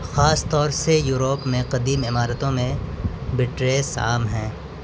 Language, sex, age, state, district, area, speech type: Urdu, male, 18-30, Delhi, North West Delhi, urban, read